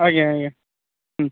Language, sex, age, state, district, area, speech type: Odia, male, 45-60, Odisha, Boudh, rural, conversation